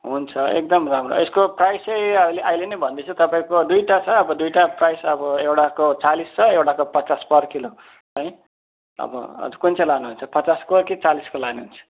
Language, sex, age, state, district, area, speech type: Nepali, male, 30-45, West Bengal, Kalimpong, rural, conversation